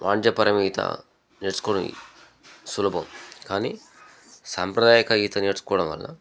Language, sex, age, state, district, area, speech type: Telugu, male, 30-45, Telangana, Jangaon, rural, spontaneous